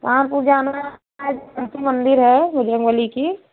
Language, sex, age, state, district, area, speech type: Hindi, female, 30-45, Uttar Pradesh, Prayagraj, rural, conversation